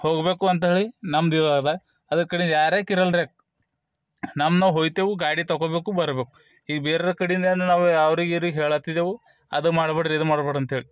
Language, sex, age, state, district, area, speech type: Kannada, male, 30-45, Karnataka, Bidar, urban, spontaneous